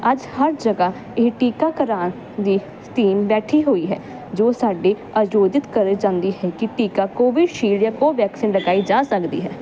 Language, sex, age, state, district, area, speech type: Punjabi, female, 18-30, Punjab, Jalandhar, urban, spontaneous